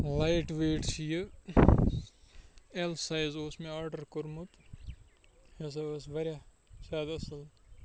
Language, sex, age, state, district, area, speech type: Kashmiri, male, 18-30, Jammu and Kashmir, Kupwara, urban, spontaneous